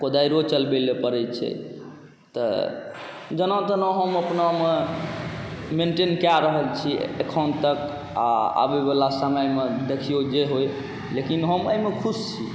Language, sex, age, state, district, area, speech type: Maithili, male, 18-30, Bihar, Saharsa, rural, spontaneous